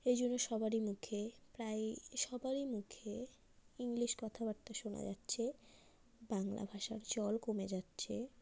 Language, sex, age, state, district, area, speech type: Bengali, female, 30-45, West Bengal, South 24 Parganas, rural, spontaneous